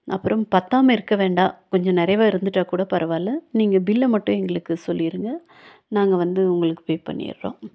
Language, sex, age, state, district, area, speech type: Tamil, female, 45-60, Tamil Nadu, Nilgiris, urban, spontaneous